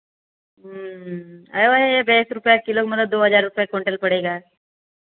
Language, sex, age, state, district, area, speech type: Hindi, female, 30-45, Uttar Pradesh, Varanasi, rural, conversation